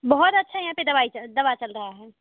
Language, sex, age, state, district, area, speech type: Hindi, female, 18-30, Bihar, Samastipur, urban, conversation